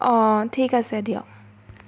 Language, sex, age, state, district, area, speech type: Assamese, female, 18-30, Assam, Biswanath, rural, spontaneous